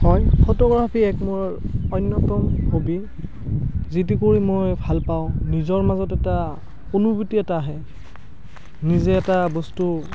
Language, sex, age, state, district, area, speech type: Assamese, male, 18-30, Assam, Barpeta, rural, spontaneous